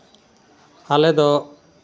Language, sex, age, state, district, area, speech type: Santali, male, 60+, Jharkhand, Seraikela Kharsawan, rural, spontaneous